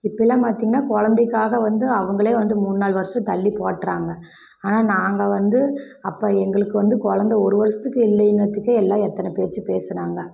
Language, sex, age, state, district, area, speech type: Tamil, female, 30-45, Tamil Nadu, Namakkal, rural, spontaneous